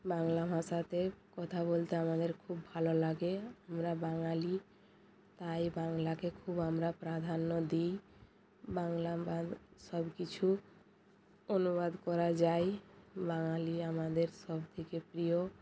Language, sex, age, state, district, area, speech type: Bengali, female, 45-60, West Bengal, Bankura, rural, spontaneous